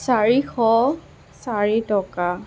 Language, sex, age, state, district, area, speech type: Assamese, female, 18-30, Assam, Tinsukia, rural, spontaneous